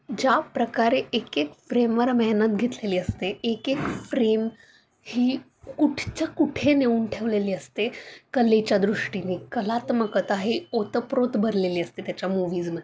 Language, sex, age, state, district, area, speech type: Marathi, female, 30-45, Maharashtra, Pune, urban, spontaneous